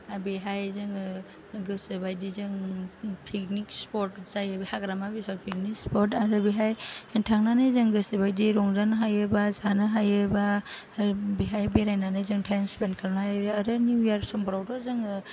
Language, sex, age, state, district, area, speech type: Bodo, female, 30-45, Assam, Chirang, urban, spontaneous